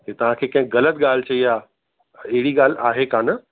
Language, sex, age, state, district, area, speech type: Sindhi, female, 30-45, Uttar Pradesh, Lucknow, rural, conversation